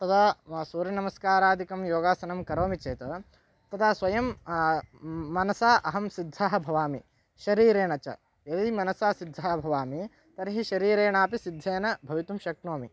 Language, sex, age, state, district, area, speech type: Sanskrit, male, 18-30, Karnataka, Bagalkot, rural, spontaneous